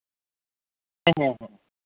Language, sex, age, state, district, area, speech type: Santali, male, 30-45, Jharkhand, East Singhbhum, rural, conversation